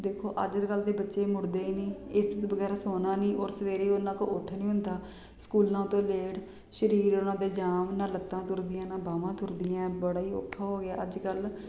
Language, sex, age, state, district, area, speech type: Punjabi, female, 30-45, Punjab, Jalandhar, urban, spontaneous